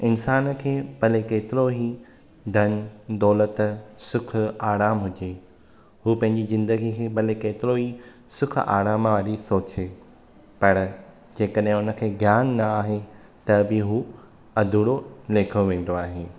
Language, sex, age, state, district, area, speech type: Sindhi, male, 18-30, Maharashtra, Thane, urban, spontaneous